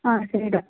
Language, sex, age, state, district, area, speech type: Kannada, female, 18-30, Karnataka, Tumkur, rural, conversation